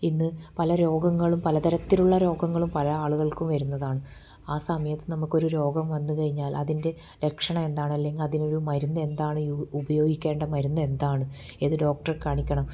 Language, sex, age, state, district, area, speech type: Malayalam, female, 30-45, Kerala, Kannur, rural, spontaneous